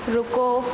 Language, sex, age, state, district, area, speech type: Hindi, female, 18-30, Madhya Pradesh, Hoshangabad, rural, read